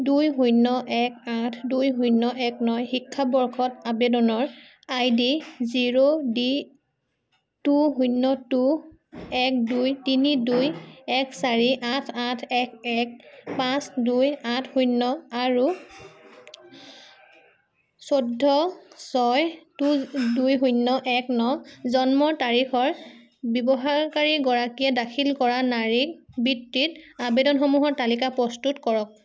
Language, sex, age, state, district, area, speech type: Assamese, female, 18-30, Assam, Sivasagar, urban, read